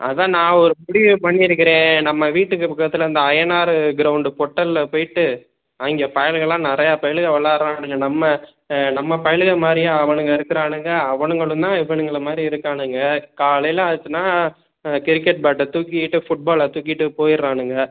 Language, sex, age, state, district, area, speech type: Tamil, male, 18-30, Tamil Nadu, Pudukkottai, rural, conversation